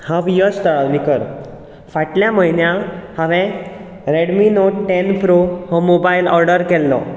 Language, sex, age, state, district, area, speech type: Goan Konkani, male, 18-30, Goa, Bardez, urban, spontaneous